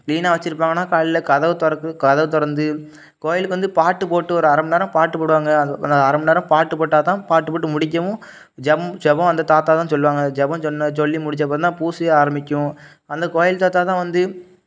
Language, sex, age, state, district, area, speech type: Tamil, male, 18-30, Tamil Nadu, Thoothukudi, urban, spontaneous